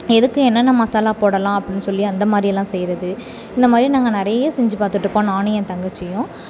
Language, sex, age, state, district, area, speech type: Tamil, female, 30-45, Tamil Nadu, Thanjavur, rural, spontaneous